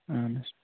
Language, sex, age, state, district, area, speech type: Kashmiri, male, 30-45, Jammu and Kashmir, Kupwara, rural, conversation